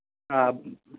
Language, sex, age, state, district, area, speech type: Kashmiri, male, 30-45, Jammu and Kashmir, Anantnag, rural, conversation